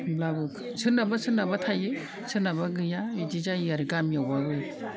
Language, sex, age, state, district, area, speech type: Bodo, female, 60+, Assam, Udalguri, rural, spontaneous